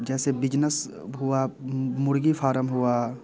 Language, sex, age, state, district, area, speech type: Hindi, male, 30-45, Bihar, Muzaffarpur, rural, spontaneous